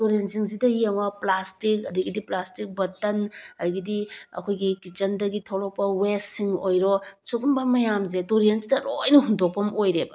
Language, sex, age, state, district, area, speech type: Manipuri, female, 30-45, Manipur, Bishnupur, rural, spontaneous